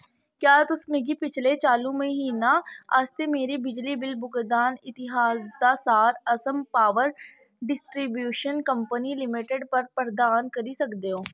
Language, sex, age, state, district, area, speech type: Dogri, female, 18-30, Jammu and Kashmir, Kathua, rural, read